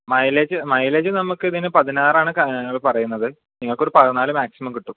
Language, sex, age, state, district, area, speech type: Malayalam, male, 18-30, Kerala, Palakkad, urban, conversation